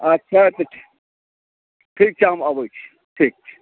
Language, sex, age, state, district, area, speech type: Maithili, male, 45-60, Bihar, Darbhanga, rural, conversation